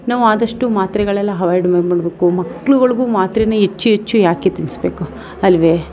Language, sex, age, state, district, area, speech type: Kannada, female, 30-45, Karnataka, Mandya, rural, spontaneous